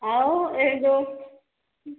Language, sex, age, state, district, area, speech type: Odia, female, 45-60, Odisha, Angul, rural, conversation